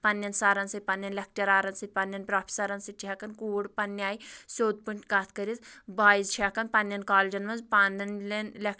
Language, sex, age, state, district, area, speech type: Kashmiri, female, 18-30, Jammu and Kashmir, Anantnag, rural, spontaneous